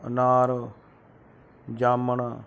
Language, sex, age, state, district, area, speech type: Punjabi, male, 30-45, Punjab, Mansa, urban, spontaneous